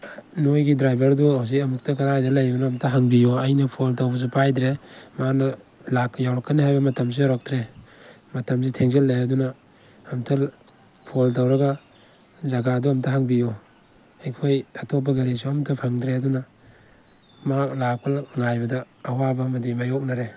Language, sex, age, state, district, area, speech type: Manipuri, male, 18-30, Manipur, Tengnoupal, rural, spontaneous